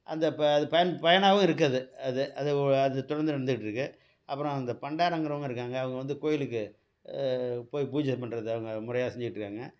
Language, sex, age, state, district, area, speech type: Tamil, male, 60+, Tamil Nadu, Thanjavur, rural, spontaneous